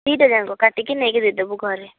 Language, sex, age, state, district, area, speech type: Odia, female, 30-45, Odisha, Bhadrak, rural, conversation